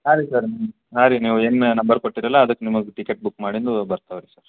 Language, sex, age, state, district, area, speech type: Kannada, male, 18-30, Karnataka, Bidar, urban, conversation